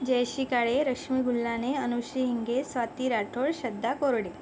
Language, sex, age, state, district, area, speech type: Marathi, female, 45-60, Maharashtra, Yavatmal, rural, spontaneous